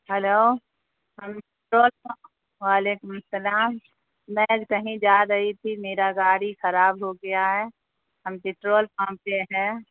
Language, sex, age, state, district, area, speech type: Urdu, female, 45-60, Bihar, Supaul, rural, conversation